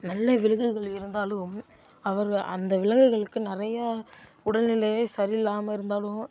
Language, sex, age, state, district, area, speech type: Tamil, male, 18-30, Tamil Nadu, Tiruchirappalli, rural, spontaneous